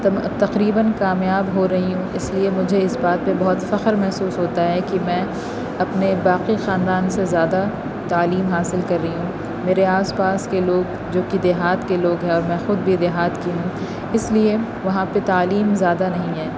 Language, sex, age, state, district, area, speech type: Urdu, female, 30-45, Uttar Pradesh, Aligarh, urban, spontaneous